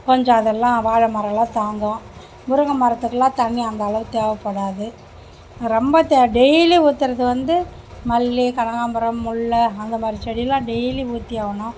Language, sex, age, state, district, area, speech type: Tamil, female, 60+, Tamil Nadu, Mayiladuthurai, rural, spontaneous